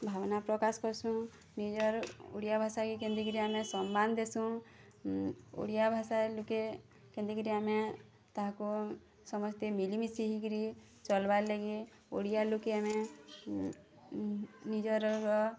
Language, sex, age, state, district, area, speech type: Odia, female, 30-45, Odisha, Bargarh, urban, spontaneous